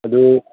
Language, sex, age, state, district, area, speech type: Manipuri, male, 18-30, Manipur, Chandel, rural, conversation